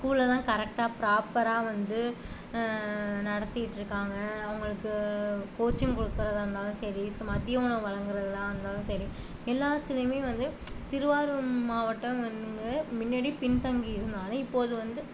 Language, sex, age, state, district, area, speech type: Tamil, female, 45-60, Tamil Nadu, Tiruvarur, urban, spontaneous